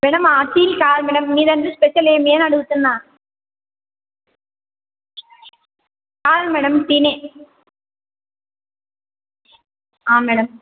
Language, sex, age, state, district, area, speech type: Telugu, female, 18-30, Andhra Pradesh, Anantapur, urban, conversation